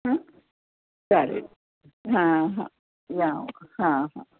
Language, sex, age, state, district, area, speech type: Marathi, female, 45-60, Maharashtra, Kolhapur, urban, conversation